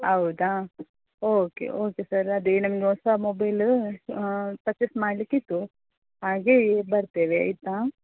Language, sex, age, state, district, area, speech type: Kannada, female, 30-45, Karnataka, Dakshina Kannada, rural, conversation